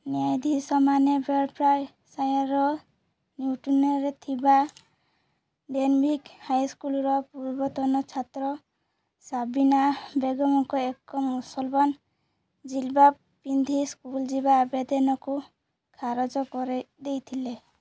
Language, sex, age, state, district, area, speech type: Odia, female, 18-30, Odisha, Balasore, rural, read